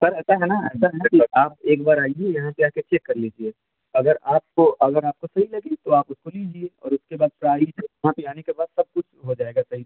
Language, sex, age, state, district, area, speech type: Hindi, male, 18-30, Uttar Pradesh, Chandauli, rural, conversation